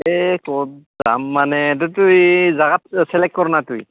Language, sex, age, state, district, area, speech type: Assamese, male, 30-45, Assam, Goalpara, urban, conversation